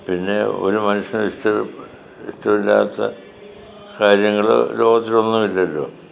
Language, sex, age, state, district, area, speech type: Malayalam, male, 60+, Kerala, Kollam, rural, spontaneous